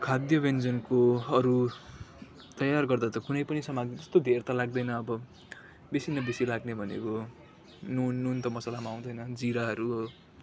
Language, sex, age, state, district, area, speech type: Nepali, male, 18-30, West Bengal, Kalimpong, rural, spontaneous